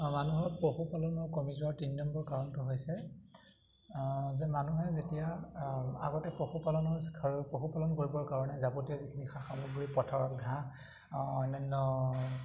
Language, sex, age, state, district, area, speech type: Assamese, male, 18-30, Assam, Majuli, urban, spontaneous